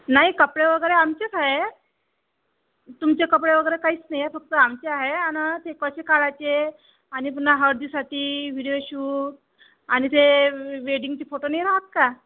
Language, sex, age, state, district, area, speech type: Marathi, female, 30-45, Maharashtra, Thane, urban, conversation